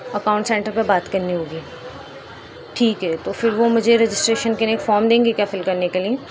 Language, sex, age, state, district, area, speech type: Urdu, female, 18-30, Delhi, East Delhi, urban, spontaneous